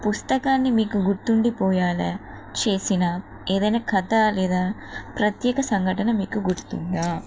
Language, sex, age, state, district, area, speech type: Telugu, female, 30-45, Telangana, Jagtial, urban, spontaneous